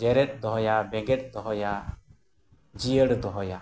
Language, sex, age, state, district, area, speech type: Santali, male, 18-30, Jharkhand, East Singhbhum, rural, spontaneous